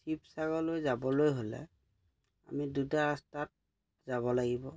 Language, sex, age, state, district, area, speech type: Assamese, male, 30-45, Assam, Majuli, urban, spontaneous